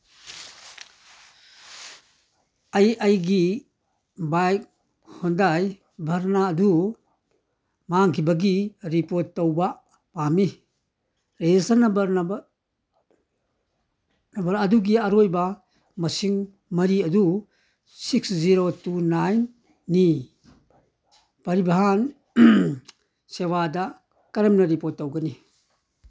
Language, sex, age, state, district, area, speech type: Manipuri, male, 60+, Manipur, Churachandpur, rural, read